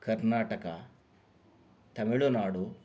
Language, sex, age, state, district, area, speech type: Sanskrit, male, 45-60, Karnataka, Chamarajanagar, urban, spontaneous